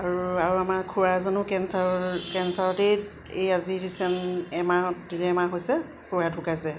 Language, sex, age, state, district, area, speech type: Assamese, female, 30-45, Assam, Golaghat, urban, spontaneous